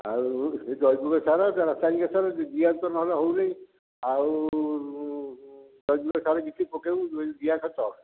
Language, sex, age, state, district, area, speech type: Odia, male, 60+, Odisha, Dhenkanal, rural, conversation